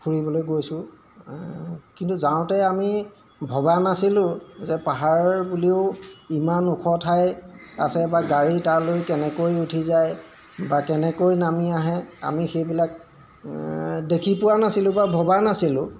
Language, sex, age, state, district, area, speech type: Assamese, male, 45-60, Assam, Golaghat, urban, spontaneous